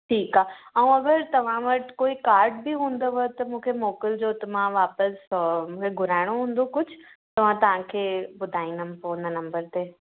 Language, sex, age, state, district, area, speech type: Sindhi, female, 18-30, Maharashtra, Thane, urban, conversation